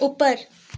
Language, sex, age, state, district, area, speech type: Hindi, female, 18-30, Madhya Pradesh, Chhindwara, urban, read